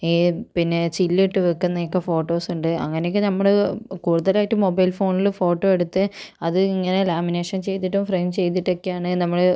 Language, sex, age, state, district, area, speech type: Malayalam, female, 45-60, Kerala, Kozhikode, urban, spontaneous